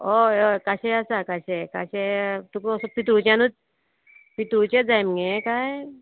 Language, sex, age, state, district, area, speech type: Goan Konkani, female, 45-60, Goa, Murmgao, rural, conversation